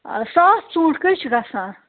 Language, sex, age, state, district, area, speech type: Kashmiri, female, 18-30, Jammu and Kashmir, Budgam, rural, conversation